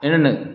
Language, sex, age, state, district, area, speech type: Sindhi, male, 60+, Madhya Pradesh, Katni, urban, spontaneous